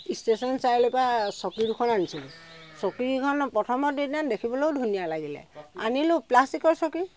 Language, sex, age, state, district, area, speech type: Assamese, female, 60+, Assam, Sivasagar, rural, spontaneous